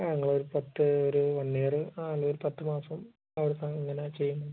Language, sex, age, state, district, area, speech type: Malayalam, male, 45-60, Kerala, Kozhikode, urban, conversation